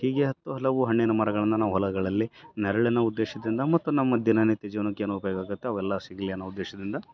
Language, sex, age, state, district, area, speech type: Kannada, male, 30-45, Karnataka, Bellary, rural, spontaneous